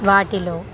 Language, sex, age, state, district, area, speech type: Telugu, female, 18-30, Telangana, Khammam, urban, spontaneous